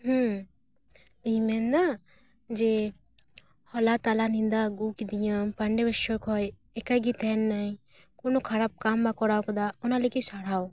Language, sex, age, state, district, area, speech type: Santali, female, 18-30, West Bengal, Paschim Bardhaman, rural, spontaneous